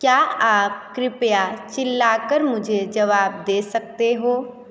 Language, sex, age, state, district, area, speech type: Hindi, female, 18-30, Uttar Pradesh, Sonbhadra, rural, read